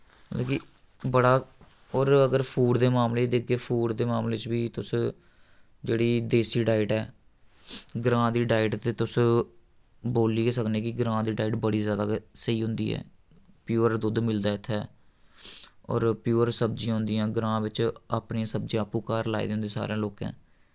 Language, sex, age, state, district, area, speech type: Dogri, male, 18-30, Jammu and Kashmir, Samba, rural, spontaneous